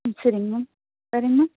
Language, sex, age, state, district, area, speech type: Tamil, female, 30-45, Tamil Nadu, Nilgiris, urban, conversation